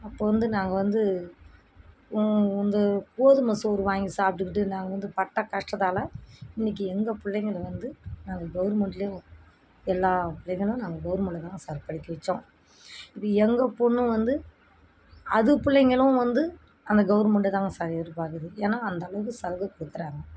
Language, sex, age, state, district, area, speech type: Tamil, female, 60+, Tamil Nadu, Kallakurichi, urban, spontaneous